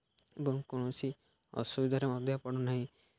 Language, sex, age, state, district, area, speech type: Odia, male, 18-30, Odisha, Jagatsinghpur, rural, spontaneous